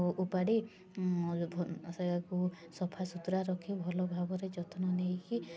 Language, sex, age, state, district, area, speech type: Odia, female, 18-30, Odisha, Mayurbhanj, rural, spontaneous